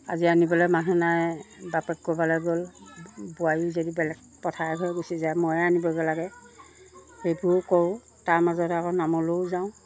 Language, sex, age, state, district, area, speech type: Assamese, female, 60+, Assam, Lakhimpur, rural, spontaneous